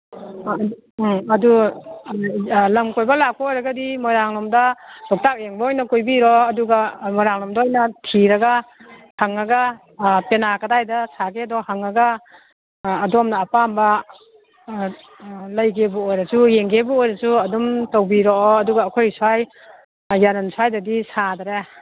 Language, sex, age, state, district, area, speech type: Manipuri, female, 60+, Manipur, Imphal East, rural, conversation